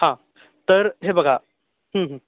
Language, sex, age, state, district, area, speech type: Marathi, male, 30-45, Maharashtra, Yavatmal, urban, conversation